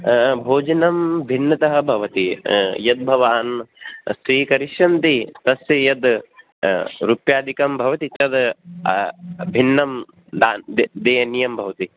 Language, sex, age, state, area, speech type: Sanskrit, male, 18-30, Rajasthan, urban, conversation